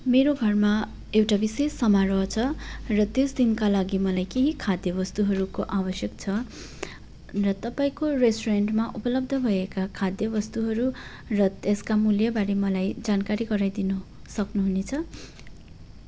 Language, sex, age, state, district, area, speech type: Nepali, female, 45-60, West Bengal, Darjeeling, rural, spontaneous